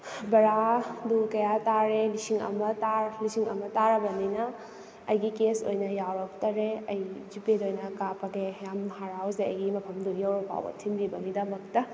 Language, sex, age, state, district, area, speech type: Manipuri, female, 18-30, Manipur, Kakching, rural, spontaneous